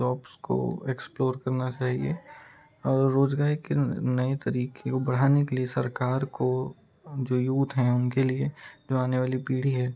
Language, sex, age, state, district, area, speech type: Hindi, male, 30-45, Madhya Pradesh, Balaghat, rural, spontaneous